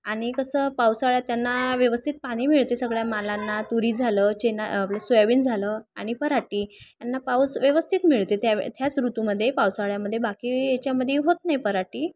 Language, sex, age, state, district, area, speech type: Marathi, female, 18-30, Maharashtra, Thane, rural, spontaneous